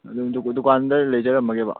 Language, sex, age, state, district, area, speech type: Manipuri, male, 18-30, Manipur, Churachandpur, rural, conversation